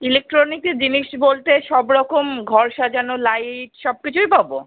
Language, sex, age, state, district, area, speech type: Bengali, female, 30-45, West Bengal, Kolkata, urban, conversation